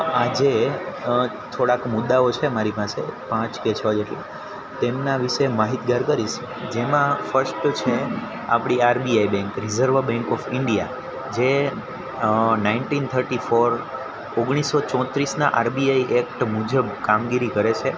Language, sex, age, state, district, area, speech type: Gujarati, male, 18-30, Gujarat, Junagadh, urban, spontaneous